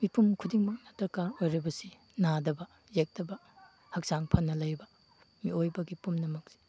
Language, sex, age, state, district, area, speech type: Manipuri, male, 30-45, Manipur, Chandel, rural, spontaneous